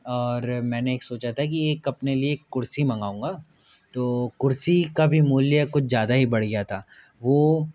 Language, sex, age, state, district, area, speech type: Hindi, male, 18-30, Madhya Pradesh, Bhopal, urban, spontaneous